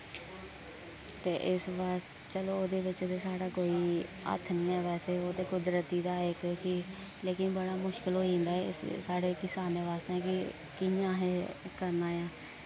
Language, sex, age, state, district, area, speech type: Dogri, female, 18-30, Jammu and Kashmir, Kathua, rural, spontaneous